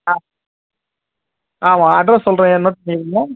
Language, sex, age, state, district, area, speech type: Tamil, male, 30-45, Tamil Nadu, Cuddalore, urban, conversation